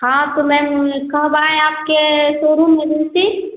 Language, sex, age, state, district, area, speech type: Hindi, female, 30-45, Bihar, Samastipur, rural, conversation